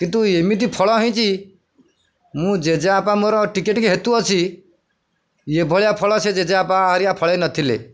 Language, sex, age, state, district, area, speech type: Odia, male, 45-60, Odisha, Jagatsinghpur, urban, spontaneous